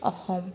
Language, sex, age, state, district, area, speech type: Assamese, female, 18-30, Assam, Sonitpur, rural, spontaneous